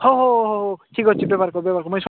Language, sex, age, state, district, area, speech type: Odia, male, 45-60, Odisha, Nabarangpur, rural, conversation